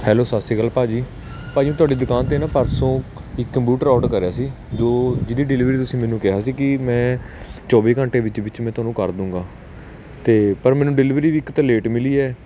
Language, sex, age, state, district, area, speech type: Punjabi, male, 18-30, Punjab, Kapurthala, urban, spontaneous